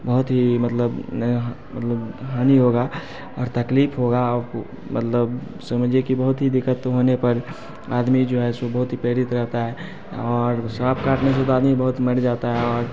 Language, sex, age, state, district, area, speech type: Hindi, male, 30-45, Bihar, Darbhanga, rural, spontaneous